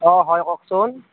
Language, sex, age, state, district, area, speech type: Assamese, male, 30-45, Assam, Barpeta, rural, conversation